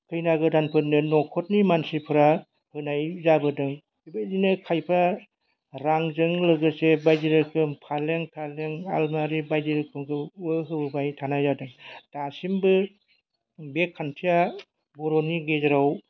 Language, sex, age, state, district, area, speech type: Bodo, male, 45-60, Assam, Chirang, urban, spontaneous